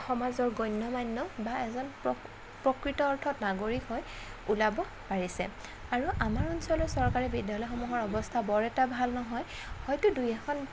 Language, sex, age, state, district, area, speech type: Assamese, female, 18-30, Assam, Kamrup Metropolitan, urban, spontaneous